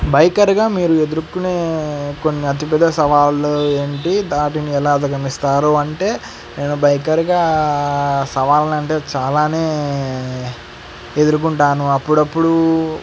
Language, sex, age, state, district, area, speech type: Telugu, male, 18-30, Andhra Pradesh, Sri Satya Sai, urban, spontaneous